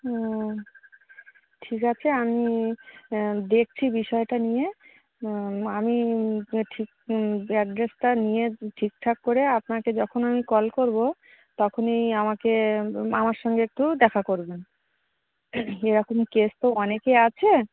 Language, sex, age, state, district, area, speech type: Bengali, female, 30-45, West Bengal, Darjeeling, urban, conversation